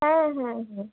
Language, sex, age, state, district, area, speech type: Bengali, female, 30-45, West Bengal, Hooghly, urban, conversation